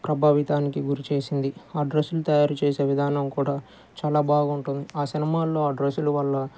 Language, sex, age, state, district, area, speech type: Telugu, male, 30-45, Andhra Pradesh, Guntur, urban, spontaneous